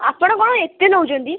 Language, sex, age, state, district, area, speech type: Odia, female, 18-30, Odisha, Kendujhar, urban, conversation